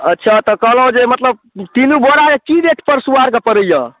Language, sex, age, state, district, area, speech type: Maithili, male, 18-30, Bihar, Darbhanga, rural, conversation